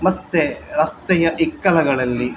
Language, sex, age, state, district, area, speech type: Kannada, male, 45-60, Karnataka, Dakshina Kannada, rural, spontaneous